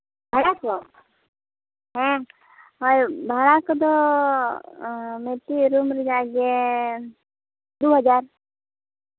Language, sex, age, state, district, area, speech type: Santali, female, 30-45, Jharkhand, East Singhbhum, rural, conversation